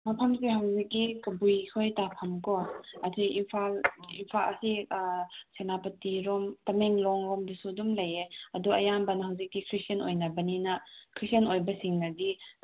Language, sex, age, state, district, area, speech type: Manipuri, female, 18-30, Manipur, Senapati, urban, conversation